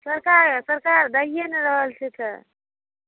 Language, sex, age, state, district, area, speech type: Maithili, female, 60+, Bihar, Saharsa, rural, conversation